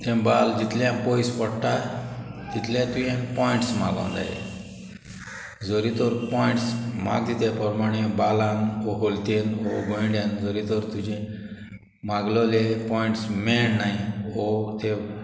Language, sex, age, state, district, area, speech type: Goan Konkani, male, 45-60, Goa, Murmgao, rural, spontaneous